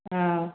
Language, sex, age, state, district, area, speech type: Tamil, female, 30-45, Tamil Nadu, Salem, rural, conversation